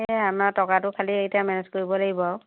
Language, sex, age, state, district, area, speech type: Assamese, female, 60+, Assam, Lakhimpur, rural, conversation